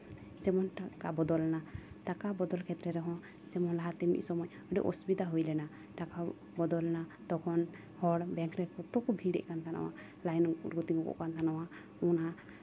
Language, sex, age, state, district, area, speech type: Santali, female, 18-30, West Bengal, Malda, rural, spontaneous